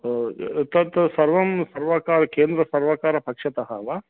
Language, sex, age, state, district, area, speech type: Sanskrit, male, 45-60, Telangana, Karimnagar, urban, conversation